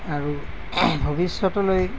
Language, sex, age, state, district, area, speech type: Assamese, male, 60+, Assam, Nalbari, rural, spontaneous